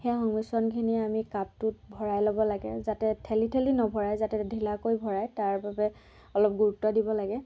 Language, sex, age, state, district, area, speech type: Assamese, female, 45-60, Assam, Dhemaji, rural, spontaneous